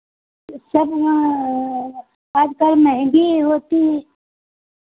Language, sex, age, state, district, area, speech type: Hindi, female, 60+, Uttar Pradesh, Sitapur, rural, conversation